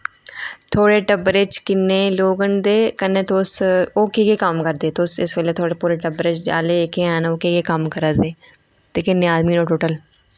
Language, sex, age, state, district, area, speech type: Dogri, female, 30-45, Jammu and Kashmir, Udhampur, urban, spontaneous